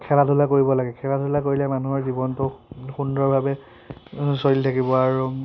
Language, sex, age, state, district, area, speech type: Assamese, male, 30-45, Assam, Biswanath, rural, spontaneous